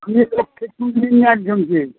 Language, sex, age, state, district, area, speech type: Bengali, male, 60+, West Bengal, Darjeeling, rural, conversation